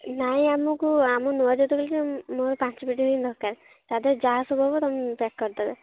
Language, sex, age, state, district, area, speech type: Odia, female, 18-30, Odisha, Kendrapara, urban, conversation